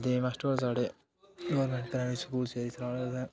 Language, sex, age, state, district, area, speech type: Dogri, male, 18-30, Jammu and Kashmir, Udhampur, rural, spontaneous